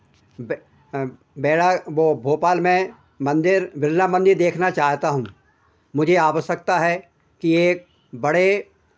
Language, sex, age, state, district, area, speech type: Hindi, male, 60+, Madhya Pradesh, Hoshangabad, urban, spontaneous